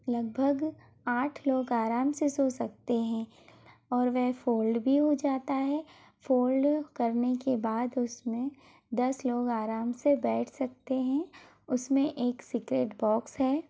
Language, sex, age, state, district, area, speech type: Hindi, female, 30-45, Madhya Pradesh, Bhopal, urban, spontaneous